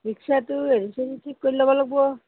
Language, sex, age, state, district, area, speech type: Assamese, female, 30-45, Assam, Nalbari, rural, conversation